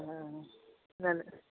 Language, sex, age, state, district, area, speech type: Malayalam, female, 45-60, Kerala, Idukki, rural, conversation